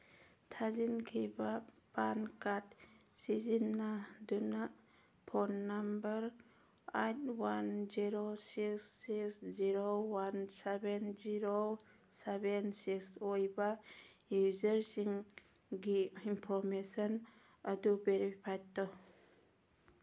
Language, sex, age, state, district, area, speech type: Manipuri, female, 45-60, Manipur, Churachandpur, rural, read